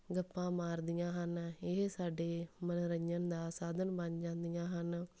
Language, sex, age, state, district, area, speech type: Punjabi, female, 18-30, Punjab, Tarn Taran, rural, spontaneous